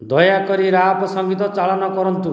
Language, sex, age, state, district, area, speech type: Odia, male, 45-60, Odisha, Dhenkanal, rural, read